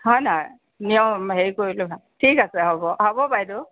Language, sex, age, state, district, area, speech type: Assamese, female, 60+, Assam, Tinsukia, rural, conversation